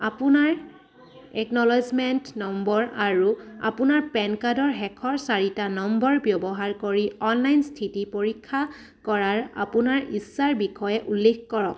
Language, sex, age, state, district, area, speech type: Assamese, female, 18-30, Assam, Dibrugarh, rural, spontaneous